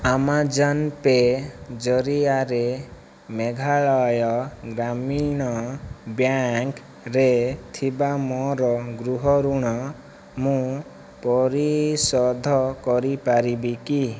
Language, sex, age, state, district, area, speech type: Odia, male, 60+, Odisha, Kandhamal, rural, read